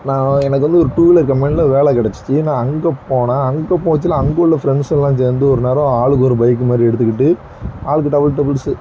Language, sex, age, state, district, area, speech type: Tamil, male, 30-45, Tamil Nadu, Thoothukudi, urban, spontaneous